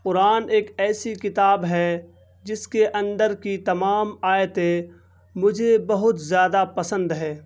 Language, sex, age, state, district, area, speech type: Urdu, male, 18-30, Bihar, Purnia, rural, spontaneous